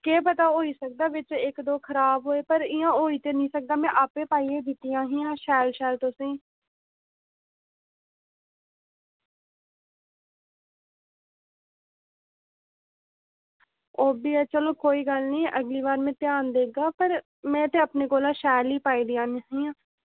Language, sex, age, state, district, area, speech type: Dogri, female, 18-30, Jammu and Kashmir, Reasi, rural, conversation